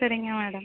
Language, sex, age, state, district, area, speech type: Tamil, female, 18-30, Tamil Nadu, Mayiladuthurai, rural, conversation